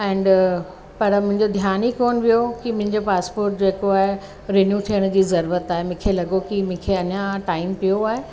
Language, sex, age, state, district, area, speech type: Sindhi, female, 45-60, Uttar Pradesh, Lucknow, urban, spontaneous